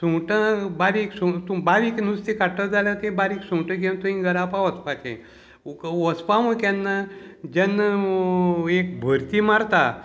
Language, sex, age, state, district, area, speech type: Goan Konkani, male, 60+, Goa, Salcete, rural, spontaneous